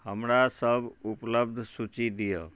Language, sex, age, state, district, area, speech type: Maithili, male, 45-60, Bihar, Madhubani, rural, read